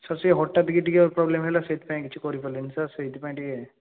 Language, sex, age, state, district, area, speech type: Odia, male, 18-30, Odisha, Balasore, rural, conversation